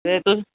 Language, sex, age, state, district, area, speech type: Dogri, male, 18-30, Jammu and Kashmir, Reasi, rural, conversation